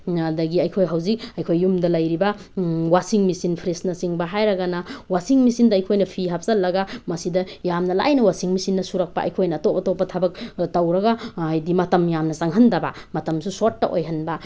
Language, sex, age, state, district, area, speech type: Manipuri, female, 30-45, Manipur, Tengnoupal, rural, spontaneous